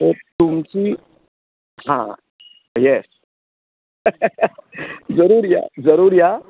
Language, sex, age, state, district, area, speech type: Marathi, male, 60+, Maharashtra, Thane, urban, conversation